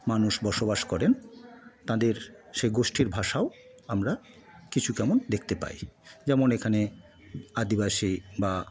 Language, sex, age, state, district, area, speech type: Bengali, male, 60+, West Bengal, Paschim Medinipur, rural, spontaneous